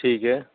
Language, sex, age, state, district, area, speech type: Urdu, male, 45-60, Uttar Pradesh, Rampur, urban, conversation